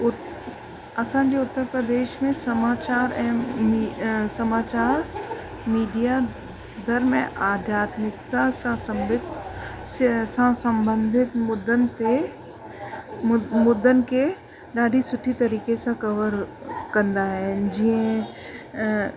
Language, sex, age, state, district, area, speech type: Sindhi, female, 45-60, Uttar Pradesh, Lucknow, urban, spontaneous